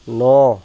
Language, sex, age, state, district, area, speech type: Assamese, male, 60+, Assam, Dhemaji, rural, read